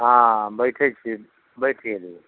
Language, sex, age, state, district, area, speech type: Maithili, male, 60+, Bihar, Sitamarhi, rural, conversation